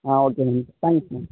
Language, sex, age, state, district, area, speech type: Tamil, male, 18-30, Tamil Nadu, Cuddalore, rural, conversation